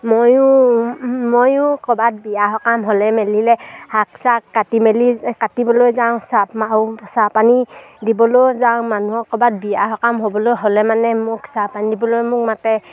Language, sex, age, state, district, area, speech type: Assamese, female, 18-30, Assam, Sivasagar, rural, spontaneous